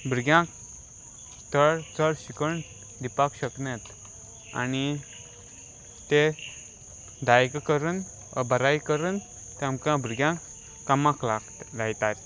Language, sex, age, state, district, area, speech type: Goan Konkani, male, 18-30, Goa, Salcete, rural, spontaneous